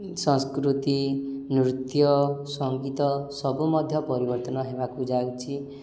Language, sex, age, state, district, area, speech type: Odia, male, 18-30, Odisha, Subarnapur, urban, spontaneous